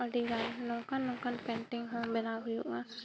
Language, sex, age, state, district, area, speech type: Santali, female, 18-30, Jharkhand, Seraikela Kharsawan, rural, spontaneous